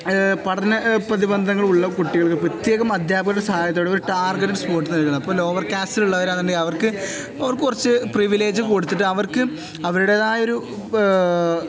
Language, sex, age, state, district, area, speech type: Malayalam, male, 18-30, Kerala, Kozhikode, rural, spontaneous